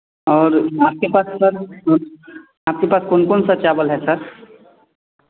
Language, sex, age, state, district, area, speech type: Hindi, male, 18-30, Bihar, Vaishali, rural, conversation